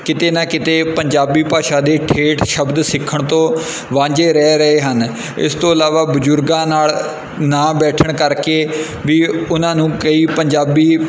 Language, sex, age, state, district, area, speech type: Punjabi, male, 30-45, Punjab, Kapurthala, rural, spontaneous